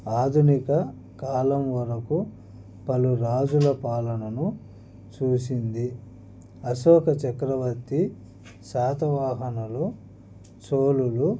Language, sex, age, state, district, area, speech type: Telugu, male, 30-45, Andhra Pradesh, Annamaya, rural, spontaneous